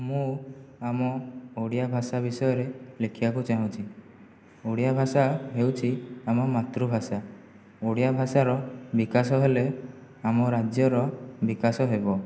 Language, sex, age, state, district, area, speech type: Odia, male, 18-30, Odisha, Jajpur, rural, spontaneous